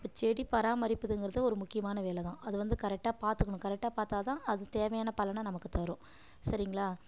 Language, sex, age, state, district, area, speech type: Tamil, female, 30-45, Tamil Nadu, Kallakurichi, rural, spontaneous